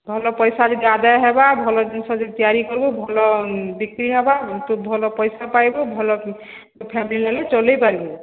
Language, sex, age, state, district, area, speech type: Odia, female, 45-60, Odisha, Sambalpur, rural, conversation